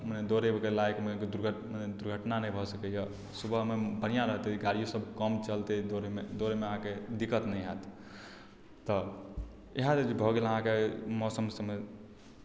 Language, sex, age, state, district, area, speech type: Maithili, male, 18-30, Bihar, Madhubani, rural, spontaneous